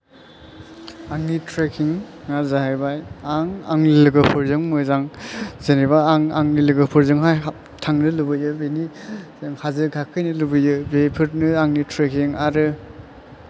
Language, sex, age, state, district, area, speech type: Bodo, male, 18-30, Assam, Chirang, urban, spontaneous